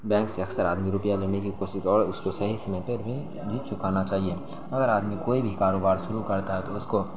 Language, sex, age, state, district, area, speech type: Urdu, male, 18-30, Bihar, Saharsa, rural, spontaneous